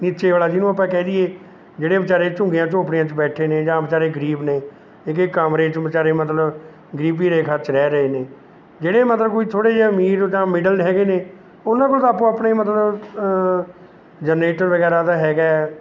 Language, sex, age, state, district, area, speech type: Punjabi, male, 45-60, Punjab, Mansa, urban, spontaneous